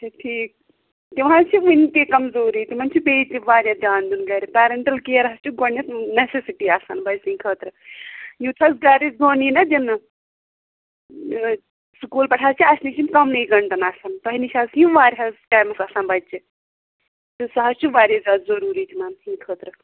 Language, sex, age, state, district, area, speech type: Kashmiri, female, 18-30, Jammu and Kashmir, Pulwama, rural, conversation